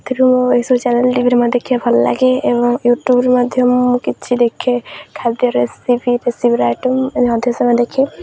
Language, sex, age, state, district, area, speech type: Odia, female, 18-30, Odisha, Jagatsinghpur, rural, spontaneous